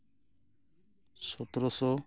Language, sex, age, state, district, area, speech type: Santali, male, 30-45, West Bengal, Jhargram, rural, spontaneous